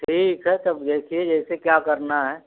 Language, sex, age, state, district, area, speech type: Hindi, male, 45-60, Uttar Pradesh, Azamgarh, rural, conversation